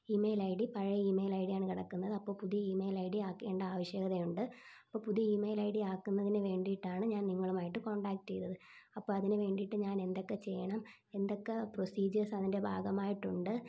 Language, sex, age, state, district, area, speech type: Malayalam, female, 18-30, Kerala, Thiruvananthapuram, rural, spontaneous